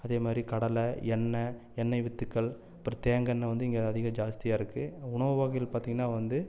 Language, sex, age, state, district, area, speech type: Tamil, male, 30-45, Tamil Nadu, Erode, rural, spontaneous